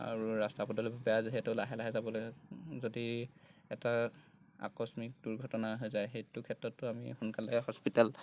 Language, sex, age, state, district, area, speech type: Assamese, male, 18-30, Assam, Golaghat, rural, spontaneous